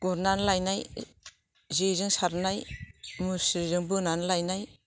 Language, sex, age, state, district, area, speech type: Bodo, female, 45-60, Assam, Kokrajhar, rural, spontaneous